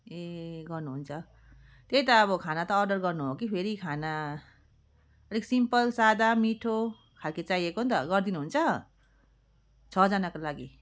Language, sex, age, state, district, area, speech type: Nepali, female, 30-45, West Bengal, Darjeeling, rural, spontaneous